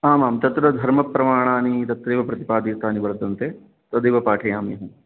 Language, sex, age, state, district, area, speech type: Sanskrit, male, 30-45, Rajasthan, Ajmer, urban, conversation